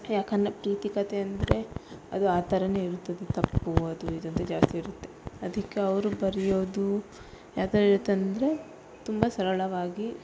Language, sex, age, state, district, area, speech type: Kannada, female, 30-45, Karnataka, Udupi, rural, spontaneous